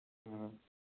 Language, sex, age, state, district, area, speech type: Manipuri, male, 45-60, Manipur, Churachandpur, rural, conversation